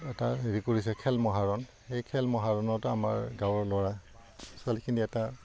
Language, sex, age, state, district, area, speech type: Assamese, male, 45-60, Assam, Udalguri, rural, spontaneous